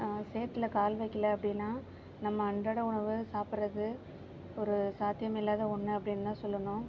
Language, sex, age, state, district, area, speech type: Tamil, female, 30-45, Tamil Nadu, Tiruvarur, rural, spontaneous